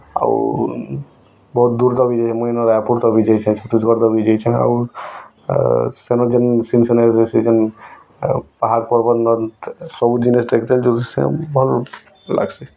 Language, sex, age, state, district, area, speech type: Odia, male, 18-30, Odisha, Bargarh, urban, spontaneous